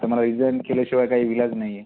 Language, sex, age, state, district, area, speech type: Marathi, male, 18-30, Maharashtra, Washim, rural, conversation